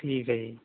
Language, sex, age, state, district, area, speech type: Punjabi, male, 30-45, Punjab, Fazilka, rural, conversation